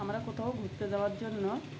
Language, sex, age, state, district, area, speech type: Bengali, female, 45-60, West Bengal, Uttar Dinajpur, urban, spontaneous